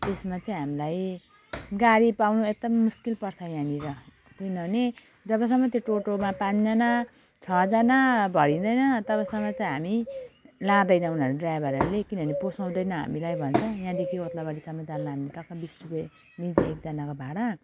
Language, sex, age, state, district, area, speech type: Nepali, female, 45-60, West Bengal, Jalpaiguri, rural, spontaneous